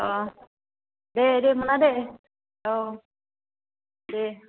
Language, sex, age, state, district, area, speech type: Bodo, female, 30-45, Assam, Baksa, rural, conversation